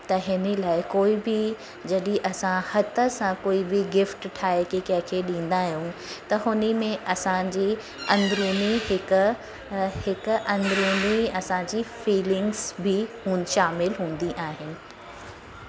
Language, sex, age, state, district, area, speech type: Sindhi, female, 30-45, Uttar Pradesh, Lucknow, rural, spontaneous